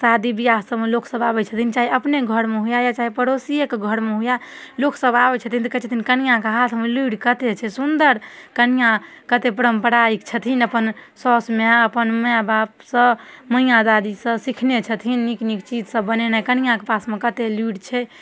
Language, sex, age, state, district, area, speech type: Maithili, female, 18-30, Bihar, Darbhanga, rural, spontaneous